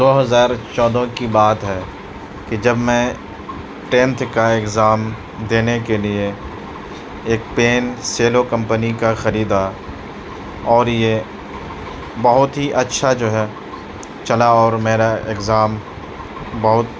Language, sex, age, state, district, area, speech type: Urdu, male, 30-45, Delhi, South Delhi, rural, spontaneous